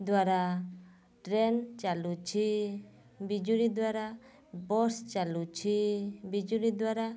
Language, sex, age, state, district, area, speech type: Odia, female, 30-45, Odisha, Mayurbhanj, rural, spontaneous